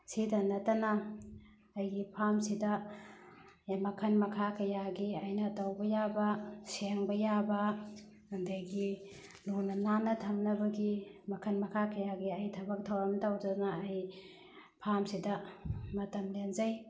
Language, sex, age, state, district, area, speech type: Manipuri, female, 30-45, Manipur, Bishnupur, rural, spontaneous